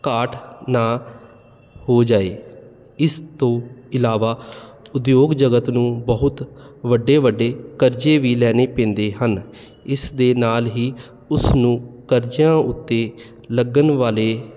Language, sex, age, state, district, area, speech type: Punjabi, male, 30-45, Punjab, Jalandhar, urban, spontaneous